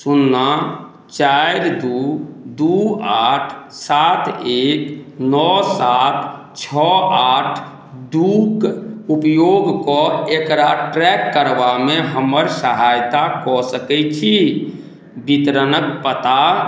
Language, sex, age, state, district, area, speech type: Maithili, male, 45-60, Bihar, Madhubani, rural, read